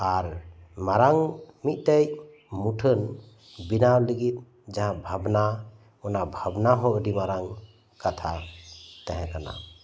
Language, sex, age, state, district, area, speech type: Santali, male, 45-60, West Bengal, Birbhum, rural, spontaneous